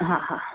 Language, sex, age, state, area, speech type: Sindhi, female, 30-45, Maharashtra, urban, conversation